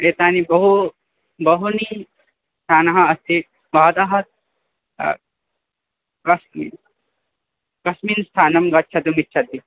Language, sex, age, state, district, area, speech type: Sanskrit, male, 18-30, Assam, Tinsukia, rural, conversation